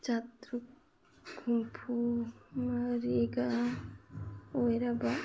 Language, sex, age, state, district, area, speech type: Manipuri, female, 45-60, Manipur, Churachandpur, urban, read